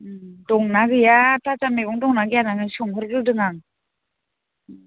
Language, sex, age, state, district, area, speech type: Bodo, female, 30-45, Assam, Udalguri, rural, conversation